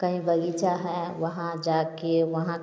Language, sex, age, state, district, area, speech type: Hindi, female, 30-45, Bihar, Samastipur, rural, spontaneous